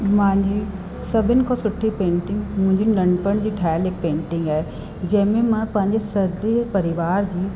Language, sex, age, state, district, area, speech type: Sindhi, female, 45-60, Uttar Pradesh, Lucknow, urban, spontaneous